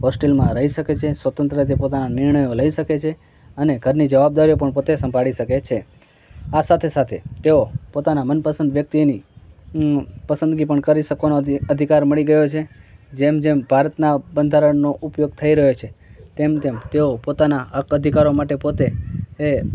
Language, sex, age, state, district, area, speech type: Gujarati, male, 60+, Gujarat, Morbi, rural, spontaneous